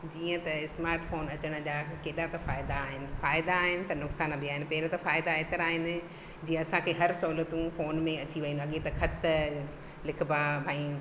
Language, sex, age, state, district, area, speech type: Sindhi, female, 45-60, Madhya Pradesh, Katni, rural, spontaneous